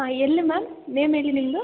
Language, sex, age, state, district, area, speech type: Kannada, female, 18-30, Karnataka, Hassan, urban, conversation